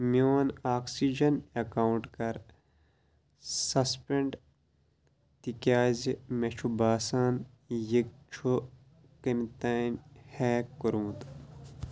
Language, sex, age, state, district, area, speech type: Kashmiri, male, 30-45, Jammu and Kashmir, Kulgam, rural, read